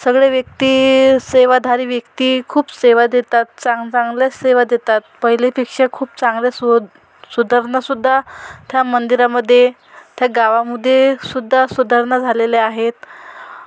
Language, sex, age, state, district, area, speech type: Marathi, female, 45-60, Maharashtra, Amravati, rural, spontaneous